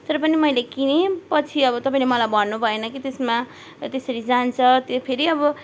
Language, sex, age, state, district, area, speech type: Nepali, female, 18-30, West Bengal, Darjeeling, rural, spontaneous